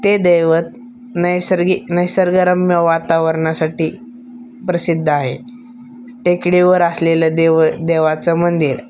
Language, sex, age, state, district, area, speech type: Marathi, male, 18-30, Maharashtra, Osmanabad, rural, spontaneous